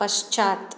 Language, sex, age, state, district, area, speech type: Sanskrit, female, 45-60, Karnataka, Shimoga, urban, read